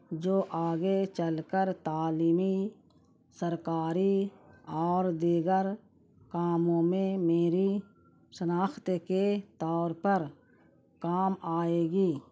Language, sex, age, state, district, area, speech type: Urdu, female, 45-60, Bihar, Gaya, urban, spontaneous